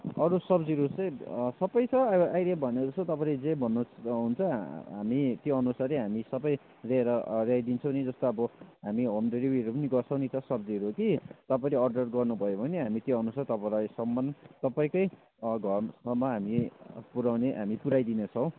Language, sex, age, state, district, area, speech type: Nepali, male, 18-30, West Bengal, Kalimpong, rural, conversation